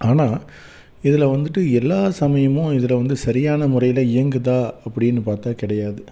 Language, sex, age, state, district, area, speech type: Tamil, male, 30-45, Tamil Nadu, Salem, urban, spontaneous